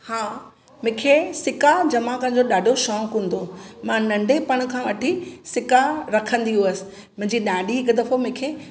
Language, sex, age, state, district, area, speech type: Sindhi, female, 45-60, Maharashtra, Mumbai Suburban, urban, spontaneous